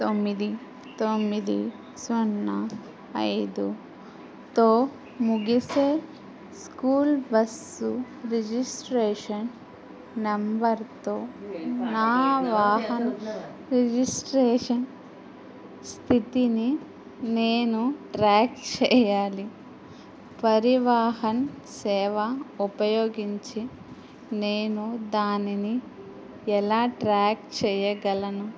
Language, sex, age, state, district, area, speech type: Telugu, female, 18-30, Andhra Pradesh, Eluru, rural, read